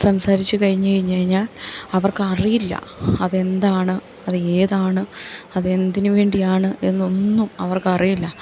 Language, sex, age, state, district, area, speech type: Malayalam, female, 30-45, Kerala, Idukki, rural, spontaneous